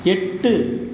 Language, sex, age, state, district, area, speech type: Tamil, male, 45-60, Tamil Nadu, Cuddalore, urban, read